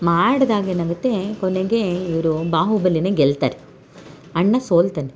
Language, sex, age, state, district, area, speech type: Kannada, female, 45-60, Karnataka, Hassan, urban, spontaneous